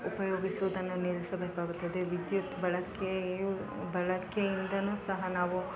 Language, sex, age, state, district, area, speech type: Kannada, female, 30-45, Karnataka, Chikkamagaluru, rural, spontaneous